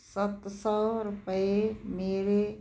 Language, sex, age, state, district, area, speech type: Punjabi, female, 60+, Punjab, Muktsar, urban, read